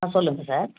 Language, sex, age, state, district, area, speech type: Tamil, female, 60+, Tamil Nadu, Salem, rural, conversation